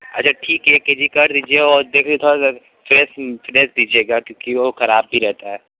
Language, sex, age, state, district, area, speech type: Hindi, male, 45-60, Uttar Pradesh, Sonbhadra, rural, conversation